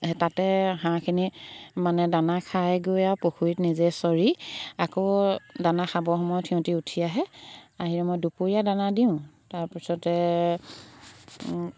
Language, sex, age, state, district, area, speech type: Assamese, female, 30-45, Assam, Charaideo, rural, spontaneous